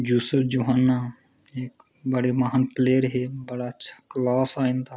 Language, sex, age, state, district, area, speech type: Dogri, male, 30-45, Jammu and Kashmir, Udhampur, rural, spontaneous